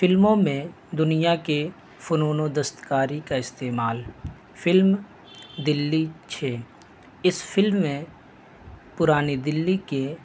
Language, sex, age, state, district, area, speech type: Urdu, male, 18-30, Delhi, North East Delhi, rural, spontaneous